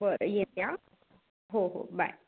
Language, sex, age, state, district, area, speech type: Marathi, male, 18-30, Maharashtra, Nagpur, urban, conversation